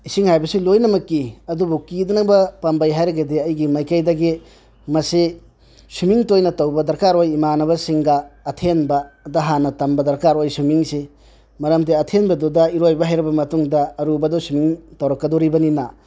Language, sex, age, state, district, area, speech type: Manipuri, male, 60+, Manipur, Tengnoupal, rural, spontaneous